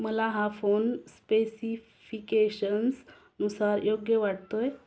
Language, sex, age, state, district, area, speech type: Marathi, female, 18-30, Maharashtra, Beed, rural, spontaneous